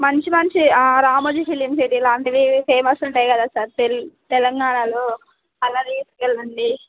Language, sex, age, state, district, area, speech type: Telugu, female, 18-30, Telangana, Sangareddy, rural, conversation